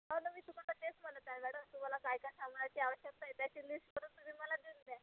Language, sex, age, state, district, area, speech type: Marathi, female, 30-45, Maharashtra, Amravati, urban, conversation